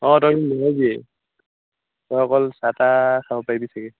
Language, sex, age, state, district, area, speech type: Assamese, male, 18-30, Assam, Sivasagar, rural, conversation